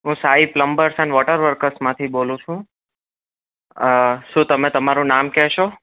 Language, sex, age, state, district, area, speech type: Gujarati, male, 18-30, Gujarat, Anand, urban, conversation